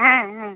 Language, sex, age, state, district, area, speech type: Bengali, female, 45-60, West Bengal, Uttar Dinajpur, rural, conversation